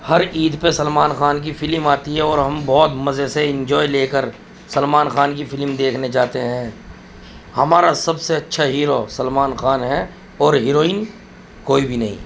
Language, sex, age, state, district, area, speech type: Urdu, male, 30-45, Uttar Pradesh, Muzaffarnagar, urban, spontaneous